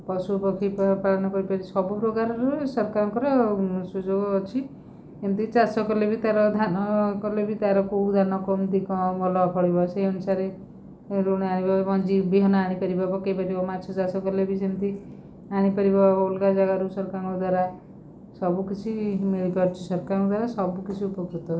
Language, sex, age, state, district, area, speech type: Odia, female, 45-60, Odisha, Rayagada, rural, spontaneous